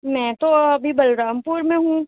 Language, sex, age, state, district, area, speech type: Urdu, female, 30-45, Uttar Pradesh, Balrampur, rural, conversation